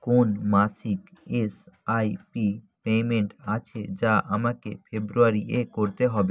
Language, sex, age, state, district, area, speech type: Bengali, male, 30-45, West Bengal, Nadia, rural, read